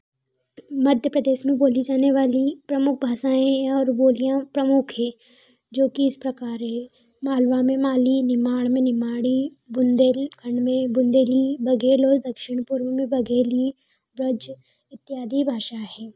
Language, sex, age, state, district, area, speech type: Hindi, female, 18-30, Madhya Pradesh, Ujjain, urban, spontaneous